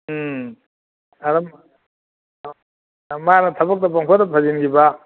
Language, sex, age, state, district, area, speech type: Manipuri, male, 60+, Manipur, Thoubal, rural, conversation